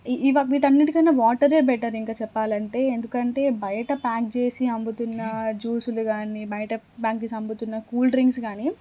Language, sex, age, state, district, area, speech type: Telugu, female, 18-30, Telangana, Hanamkonda, urban, spontaneous